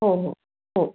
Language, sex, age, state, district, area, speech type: Marathi, female, 18-30, Maharashtra, Wardha, urban, conversation